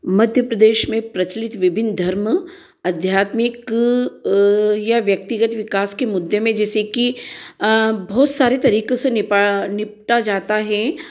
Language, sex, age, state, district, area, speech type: Hindi, female, 45-60, Madhya Pradesh, Ujjain, urban, spontaneous